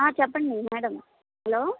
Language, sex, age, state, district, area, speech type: Telugu, female, 30-45, Andhra Pradesh, Palnadu, urban, conversation